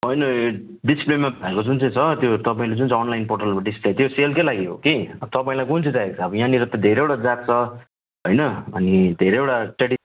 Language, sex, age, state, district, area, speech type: Nepali, male, 30-45, West Bengal, Kalimpong, rural, conversation